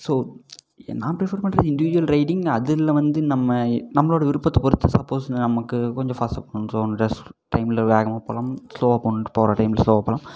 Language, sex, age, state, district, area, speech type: Tamil, male, 18-30, Tamil Nadu, Namakkal, rural, spontaneous